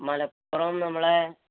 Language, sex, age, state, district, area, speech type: Malayalam, male, 18-30, Kerala, Malappuram, rural, conversation